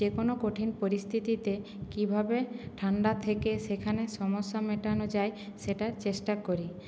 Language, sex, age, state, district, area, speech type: Bengali, female, 18-30, West Bengal, Purulia, urban, spontaneous